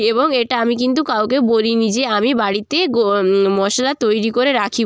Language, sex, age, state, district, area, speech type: Bengali, female, 18-30, West Bengal, Jalpaiguri, rural, spontaneous